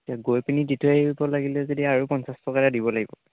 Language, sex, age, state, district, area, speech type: Assamese, male, 18-30, Assam, Lakhimpur, rural, conversation